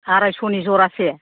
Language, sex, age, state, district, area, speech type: Bodo, female, 60+, Assam, Kokrajhar, urban, conversation